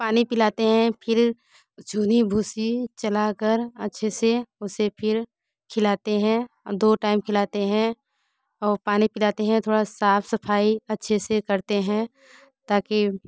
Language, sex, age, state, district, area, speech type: Hindi, female, 30-45, Uttar Pradesh, Bhadohi, rural, spontaneous